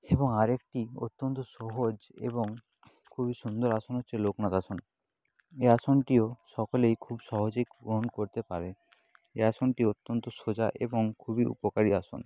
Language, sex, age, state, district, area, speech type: Bengali, male, 18-30, West Bengal, Purba Medinipur, rural, spontaneous